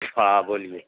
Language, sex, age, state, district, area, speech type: Urdu, male, 60+, Bihar, Supaul, rural, conversation